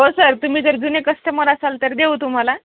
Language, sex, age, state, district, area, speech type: Marathi, female, 18-30, Maharashtra, Nanded, rural, conversation